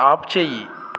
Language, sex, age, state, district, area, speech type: Telugu, male, 18-30, Andhra Pradesh, Eluru, rural, read